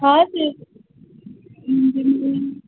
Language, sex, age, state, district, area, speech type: Marathi, female, 18-30, Maharashtra, Mumbai Suburban, urban, conversation